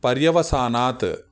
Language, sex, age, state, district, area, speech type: Sanskrit, male, 45-60, Telangana, Ranga Reddy, urban, spontaneous